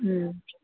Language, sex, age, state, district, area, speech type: Manipuri, female, 60+, Manipur, Thoubal, rural, conversation